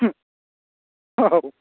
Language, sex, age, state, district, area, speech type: Manipuri, male, 18-30, Manipur, Churachandpur, rural, conversation